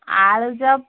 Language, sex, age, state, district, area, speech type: Odia, female, 45-60, Odisha, Gajapati, rural, conversation